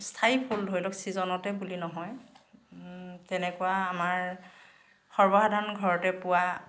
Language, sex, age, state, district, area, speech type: Assamese, female, 45-60, Assam, Dhemaji, rural, spontaneous